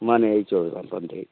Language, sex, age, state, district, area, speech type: Manipuri, male, 45-60, Manipur, Churachandpur, rural, conversation